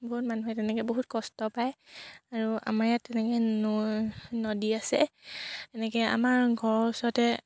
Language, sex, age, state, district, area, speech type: Assamese, female, 18-30, Assam, Sivasagar, rural, spontaneous